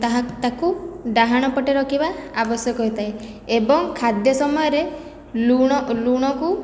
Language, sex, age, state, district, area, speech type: Odia, female, 18-30, Odisha, Khordha, rural, spontaneous